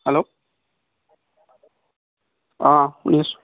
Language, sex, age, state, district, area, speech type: Assamese, male, 45-60, Assam, Barpeta, rural, conversation